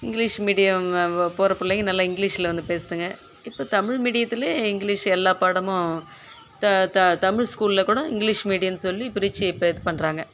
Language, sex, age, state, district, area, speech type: Tamil, female, 60+, Tamil Nadu, Kallakurichi, urban, spontaneous